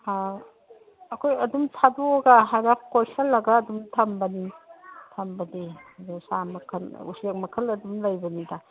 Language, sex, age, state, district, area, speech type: Manipuri, female, 45-60, Manipur, Kangpokpi, urban, conversation